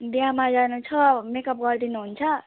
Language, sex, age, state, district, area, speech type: Nepali, female, 18-30, West Bengal, Alipurduar, urban, conversation